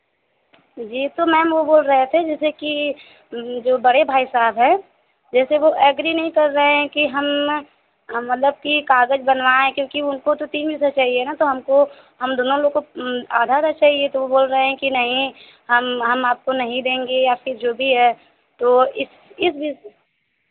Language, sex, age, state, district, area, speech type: Hindi, female, 30-45, Uttar Pradesh, Azamgarh, rural, conversation